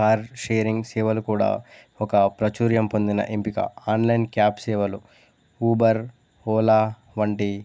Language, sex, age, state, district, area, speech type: Telugu, male, 18-30, Telangana, Jayashankar, urban, spontaneous